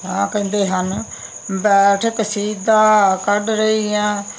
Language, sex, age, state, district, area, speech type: Punjabi, female, 60+, Punjab, Muktsar, urban, spontaneous